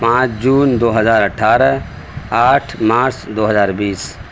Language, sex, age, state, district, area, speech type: Urdu, male, 30-45, Delhi, Central Delhi, urban, spontaneous